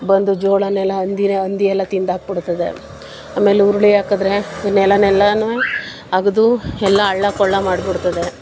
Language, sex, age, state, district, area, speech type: Kannada, female, 30-45, Karnataka, Mandya, rural, spontaneous